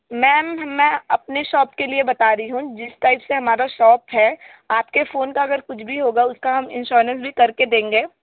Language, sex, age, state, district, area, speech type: Hindi, female, 18-30, Uttar Pradesh, Sonbhadra, rural, conversation